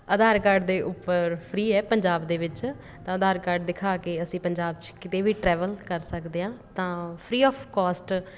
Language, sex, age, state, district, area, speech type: Punjabi, female, 30-45, Punjab, Patiala, urban, spontaneous